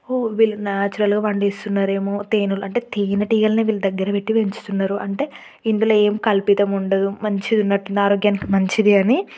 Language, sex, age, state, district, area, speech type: Telugu, female, 18-30, Telangana, Yadadri Bhuvanagiri, rural, spontaneous